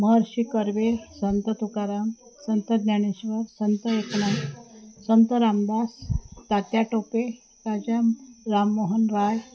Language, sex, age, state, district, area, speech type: Marathi, female, 60+, Maharashtra, Wardha, rural, spontaneous